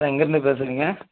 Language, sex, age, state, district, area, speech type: Tamil, male, 18-30, Tamil Nadu, Vellore, urban, conversation